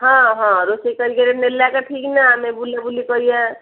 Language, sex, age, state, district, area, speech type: Odia, female, 45-60, Odisha, Gajapati, rural, conversation